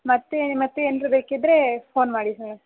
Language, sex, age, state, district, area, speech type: Kannada, female, 18-30, Karnataka, Koppal, rural, conversation